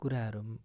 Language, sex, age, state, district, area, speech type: Nepali, male, 18-30, West Bengal, Darjeeling, rural, spontaneous